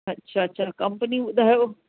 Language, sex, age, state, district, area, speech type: Sindhi, female, 60+, Uttar Pradesh, Lucknow, rural, conversation